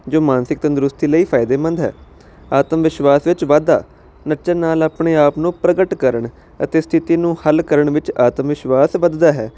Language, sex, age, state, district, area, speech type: Punjabi, male, 30-45, Punjab, Jalandhar, urban, spontaneous